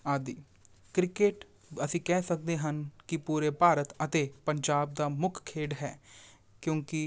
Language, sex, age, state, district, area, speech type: Punjabi, male, 18-30, Punjab, Gurdaspur, urban, spontaneous